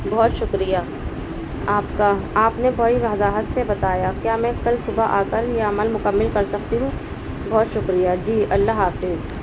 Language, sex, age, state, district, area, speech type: Urdu, female, 30-45, Uttar Pradesh, Balrampur, urban, spontaneous